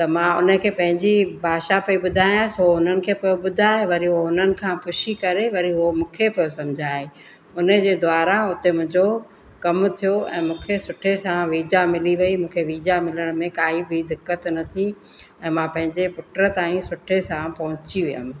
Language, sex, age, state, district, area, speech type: Sindhi, female, 45-60, Madhya Pradesh, Katni, urban, spontaneous